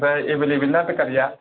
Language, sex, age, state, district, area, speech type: Bodo, male, 30-45, Assam, Chirang, rural, conversation